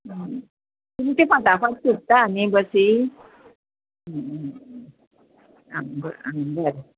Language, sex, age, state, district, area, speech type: Goan Konkani, female, 45-60, Goa, Murmgao, urban, conversation